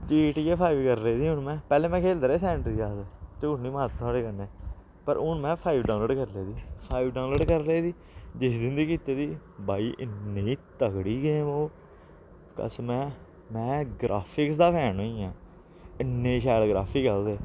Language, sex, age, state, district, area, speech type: Dogri, male, 18-30, Jammu and Kashmir, Samba, urban, spontaneous